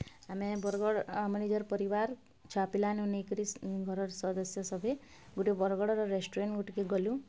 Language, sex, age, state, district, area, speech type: Odia, female, 30-45, Odisha, Bargarh, urban, spontaneous